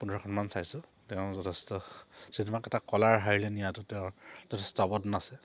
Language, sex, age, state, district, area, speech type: Assamese, male, 45-60, Assam, Dibrugarh, urban, spontaneous